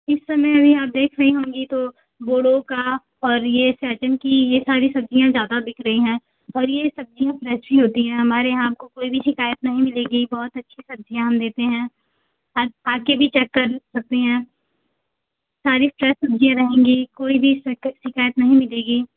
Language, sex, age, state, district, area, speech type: Hindi, female, 18-30, Uttar Pradesh, Azamgarh, rural, conversation